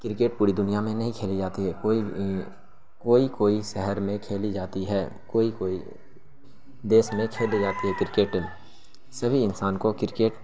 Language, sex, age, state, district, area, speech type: Urdu, male, 18-30, Bihar, Saharsa, rural, spontaneous